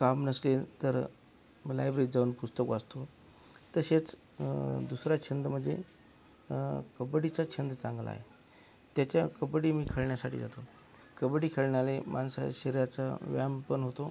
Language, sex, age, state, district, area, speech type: Marathi, male, 45-60, Maharashtra, Akola, rural, spontaneous